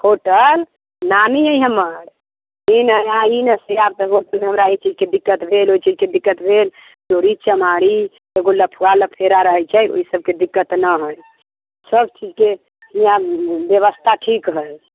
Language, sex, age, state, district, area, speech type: Maithili, female, 30-45, Bihar, Muzaffarpur, rural, conversation